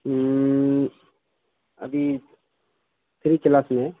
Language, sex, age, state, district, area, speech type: Urdu, male, 30-45, Uttar Pradesh, Mau, urban, conversation